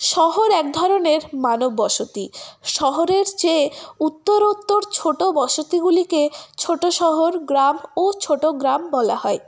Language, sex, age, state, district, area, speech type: Bengali, female, 18-30, West Bengal, Paschim Bardhaman, rural, spontaneous